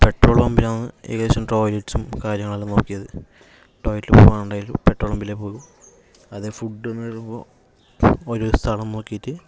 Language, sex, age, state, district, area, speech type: Malayalam, male, 18-30, Kerala, Kasaragod, urban, spontaneous